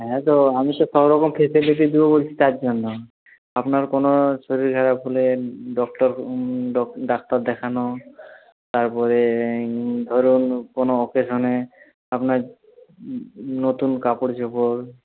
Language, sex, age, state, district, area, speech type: Bengali, male, 30-45, West Bengal, Jhargram, rural, conversation